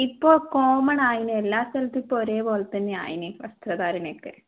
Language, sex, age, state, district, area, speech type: Malayalam, female, 45-60, Kerala, Kozhikode, urban, conversation